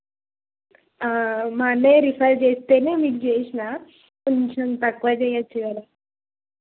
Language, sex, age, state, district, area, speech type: Telugu, female, 18-30, Telangana, Jagtial, urban, conversation